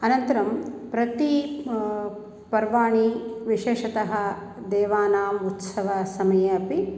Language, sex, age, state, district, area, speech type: Sanskrit, female, 60+, Tamil Nadu, Thanjavur, urban, spontaneous